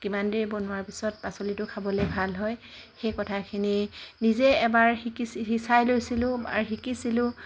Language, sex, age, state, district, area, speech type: Assamese, female, 45-60, Assam, Charaideo, urban, spontaneous